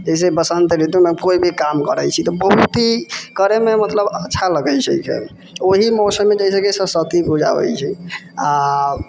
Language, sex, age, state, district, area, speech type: Maithili, male, 18-30, Bihar, Sitamarhi, rural, spontaneous